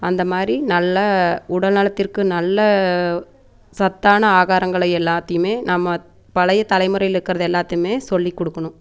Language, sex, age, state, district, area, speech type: Tamil, female, 30-45, Tamil Nadu, Coimbatore, rural, spontaneous